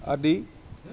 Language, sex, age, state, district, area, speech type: Assamese, male, 18-30, Assam, Goalpara, urban, spontaneous